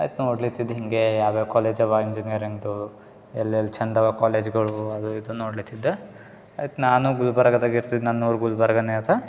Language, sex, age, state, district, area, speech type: Kannada, male, 18-30, Karnataka, Gulbarga, urban, spontaneous